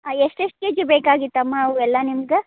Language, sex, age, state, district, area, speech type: Kannada, female, 30-45, Karnataka, Gadag, rural, conversation